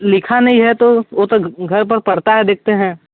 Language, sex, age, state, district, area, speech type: Hindi, male, 18-30, Uttar Pradesh, Sonbhadra, rural, conversation